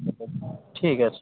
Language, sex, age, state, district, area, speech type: Bengali, male, 18-30, West Bengal, Paschim Medinipur, rural, conversation